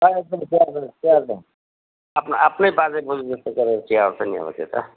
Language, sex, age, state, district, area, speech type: Nepali, male, 60+, West Bengal, Kalimpong, rural, conversation